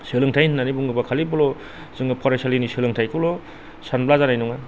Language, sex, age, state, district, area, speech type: Bodo, male, 45-60, Assam, Kokrajhar, rural, spontaneous